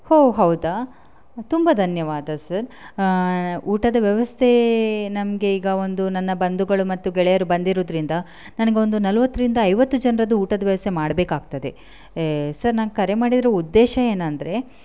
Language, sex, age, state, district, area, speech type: Kannada, female, 30-45, Karnataka, Chitradurga, rural, spontaneous